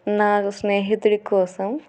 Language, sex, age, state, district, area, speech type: Telugu, female, 45-60, Andhra Pradesh, Kurnool, urban, spontaneous